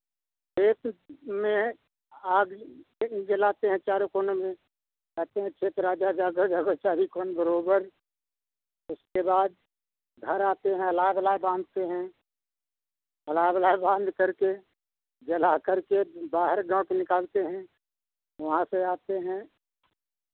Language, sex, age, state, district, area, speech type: Hindi, male, 60+, Uttar Pradesh, Lucknow, rural, conversation